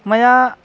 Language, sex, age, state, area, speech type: Sanskrit, male, 18-30, Bihar, rural, spontaneous